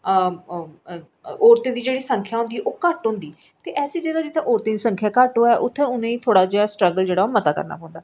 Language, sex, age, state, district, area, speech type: Dogri, female, 45-60, Jammu and Kashmir, Reasi, urban, spontaneous